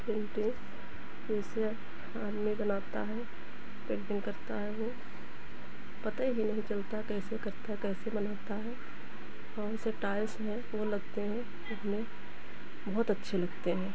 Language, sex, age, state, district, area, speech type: Hindi, female, 45-60, Uttar Pradesh, Hardoi, rural, spontaneous